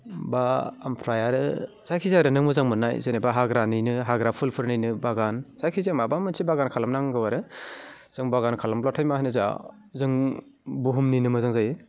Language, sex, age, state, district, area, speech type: Bodo, male, 18-30, Assam, Baksa, urban, spontaneous